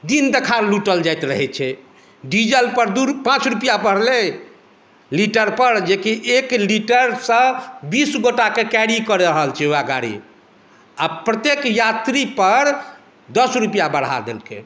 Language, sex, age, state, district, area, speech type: Maithili, male, 45-60, Bihar, Madhubani, rural, spontaneous